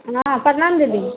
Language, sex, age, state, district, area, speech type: Hindi, female, 45-60, Bihar, Madhepura, rural, conversation